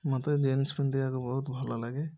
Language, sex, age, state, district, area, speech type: Odia, male, 30-45, Odisha, Puri, urban, spontaneous